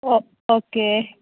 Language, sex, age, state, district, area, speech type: Malayalam, female, 18-30, Kerala, Idukki, rural, conversation